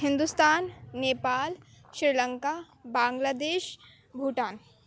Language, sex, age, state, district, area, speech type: Urdu, female, 18-30, Uttar Pradesh, Aligarh, urban, spontaneous